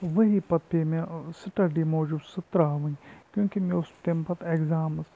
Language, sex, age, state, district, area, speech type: Kashmiri, male, 18-30, Jammu and Kashmir, Bandipora, rural, spontaneous